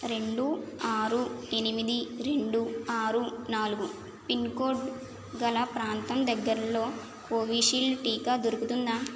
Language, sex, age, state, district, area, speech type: Telugu, female, 30-45, Andhra Pradesh, Konaseema, urban, read